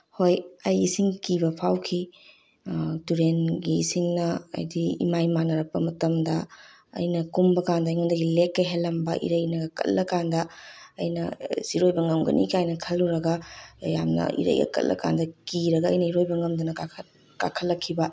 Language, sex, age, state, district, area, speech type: Manipuri, female, 30-45, Manipur, Bishnupur, rural, spontaneous